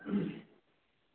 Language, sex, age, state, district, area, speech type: Nepali, female, 18-30, West Bengal, Jalpaiguri, urban, conversation